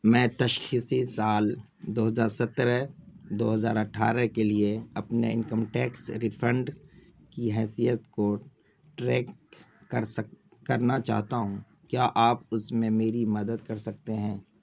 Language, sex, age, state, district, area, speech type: Urdu, male, 30-45, Bihar, Khagaria, rural, read